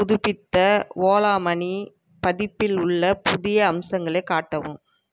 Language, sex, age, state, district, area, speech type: Tamil, female, 45-60, Tamil Nadu, Tiruvarur, rural, read